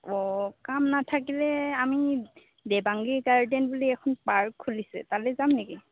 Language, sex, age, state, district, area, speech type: Assamese, female, 30-45, Assam, Nagaon, rural, conversation